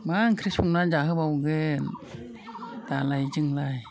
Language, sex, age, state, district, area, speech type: Bodo, female, 60+, Assam, Udalguri, rural, spontaneous